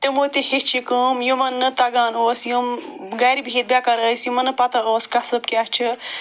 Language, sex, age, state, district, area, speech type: Kashmiri, female, 45-60, Jammu and Kashmir, Srinagar, urban, spontaneous